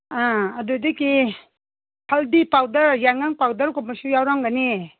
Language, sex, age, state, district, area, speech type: Manipuri, female, 60+, Manipur, Ukhrul, rural, conversation